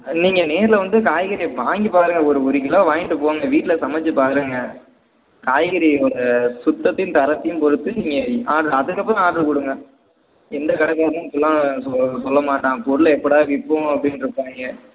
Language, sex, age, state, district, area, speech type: Tamil, male, 18-30, Tamil Nadu, Perambalur, rural, conversation